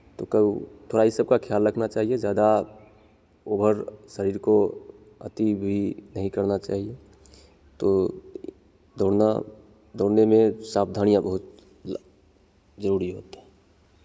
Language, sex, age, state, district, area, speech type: Hindi, male, 18-30, Bihar, Begusarai, rural, spontaneous